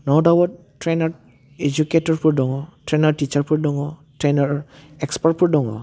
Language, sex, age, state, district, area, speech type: Bodo, male, 30-45, Assam, Udalguri, urban, spontaneous